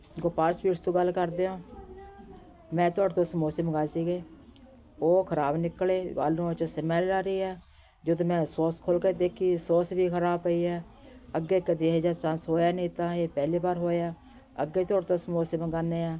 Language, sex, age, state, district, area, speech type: Punjabi, female, 45-60, Punjab, Patiala, urban, spontaneous